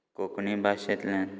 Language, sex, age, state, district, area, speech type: Goan Konkani, male, 18-30, Goa, Quepem, rural, spontaneous